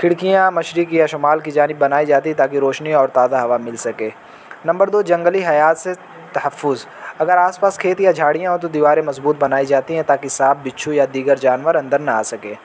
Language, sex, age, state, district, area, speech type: Urdu, male, 18-30, Uttar Pradesh, Azamgarh, rural, spontaneous